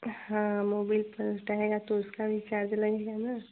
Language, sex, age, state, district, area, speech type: Hindi, female, 30-45, Uttar Pradesh, Chandauli, urban, conversation